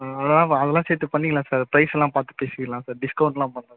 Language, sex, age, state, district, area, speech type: Tamil, male, 30-45, Tamil Nadu, Viluppuram, rural, conversation